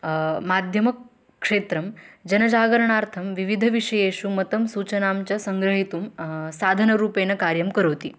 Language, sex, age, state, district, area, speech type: Sanskrit, female, 18-30, Maharashtra, Beed, rural, spontaneous